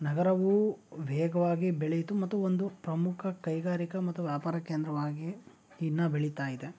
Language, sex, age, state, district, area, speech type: Kannada, male, 18-30, Karnataka, Chikkaballapur, rural, spontaneous